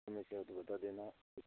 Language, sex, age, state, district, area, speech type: Hindi, male, 18-30, Rajasthan, Nagaur, rural, conversation